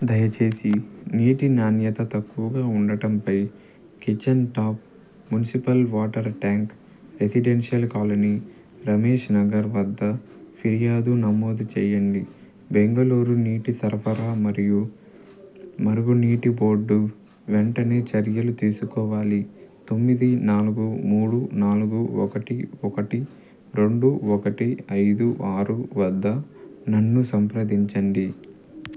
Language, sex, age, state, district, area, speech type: Telugu, male, 30-45, Andhra Pradesh, Nellore, urban, read